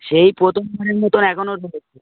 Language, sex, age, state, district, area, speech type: Bengali, male, 18-30, West Bengal, Dakshin Dinajpur, urban, conversation